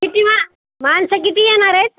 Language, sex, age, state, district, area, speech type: Marathi, female, 60+, Maharashtra, Nanded, urban, conversation